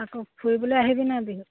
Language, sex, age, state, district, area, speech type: Assamese, female, 30-45, Assam, Sivasagar, rural, conversation